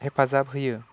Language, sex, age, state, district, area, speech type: Bodo, male, 18-30, Assam, Udalguri, rural, spontaneous